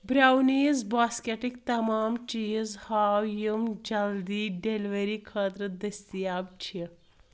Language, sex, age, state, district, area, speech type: Kashmiri, female, 30-45, Jammu and Kashmir, Anantnag, rural, read